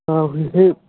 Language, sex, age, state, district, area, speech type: Marathi, male, 30-45, Maharashtra, Hingoli, rural, conversation